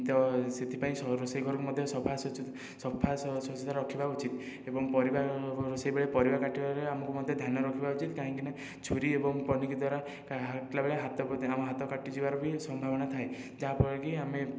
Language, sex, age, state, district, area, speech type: Odia, male, 18-30, Odisha, Khordha, rural, spontaneous